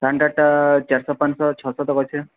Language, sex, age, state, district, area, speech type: Odia, male, 45-60, Odisha, Nuapada, urban, conversation